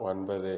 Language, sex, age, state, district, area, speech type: Tamil, male, 18-30, Tamil Nadu, Viluppuram, urban, read